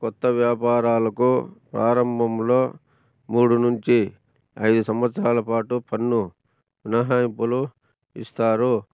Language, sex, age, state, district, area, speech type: Telugu, male, 45-60, Andhra Pradesh, Annamaya, rural, spontaneous